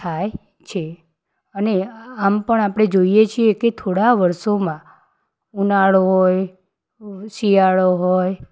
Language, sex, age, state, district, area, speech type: Gujarati, female, 18-30, Gujarat, Ahmedabad, urban, spontaneous